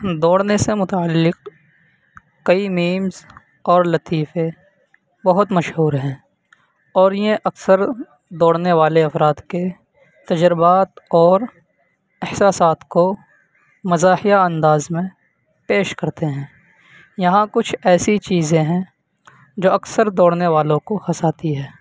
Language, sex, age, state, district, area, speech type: Urdu, male, 18-30, Uttar Pradesh, Saharanpur, urban, spontaneous